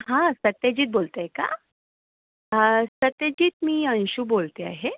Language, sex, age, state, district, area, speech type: Marathi, female, 45-60, Maharashtra, Yavatmal, urban, conversation